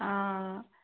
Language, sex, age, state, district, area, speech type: Kannada, female, 18-30, Karnataka, Tumkur, rural, conversation